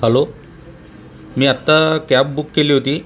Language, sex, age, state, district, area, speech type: Marathi, male, 30-45, Maharashtra, Buldhana, urban, spontaneous